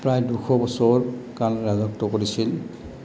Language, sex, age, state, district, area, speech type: Assamese, male, 60+, Assam, Goalpara, rural, spontaneous